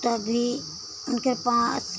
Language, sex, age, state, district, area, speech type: Hindi, female, 60+, Uttar Pradesh, Pratapgarh, rural, spontaneous